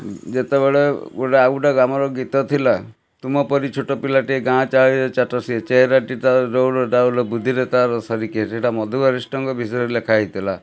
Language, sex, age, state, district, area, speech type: Odia, male, 45-60, Odisha, Cuttack, urban, spontaneous